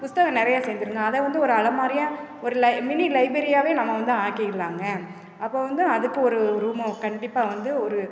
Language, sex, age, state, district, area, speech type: Tamil, female, 30-45, Tamil Nadu, Perambalur, rural, spontaneous